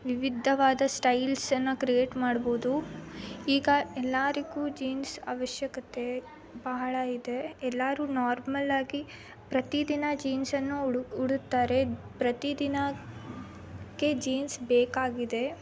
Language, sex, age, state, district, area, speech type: Kannada, female, 18-30, Karnataka, Davanagere, urban, spontaneous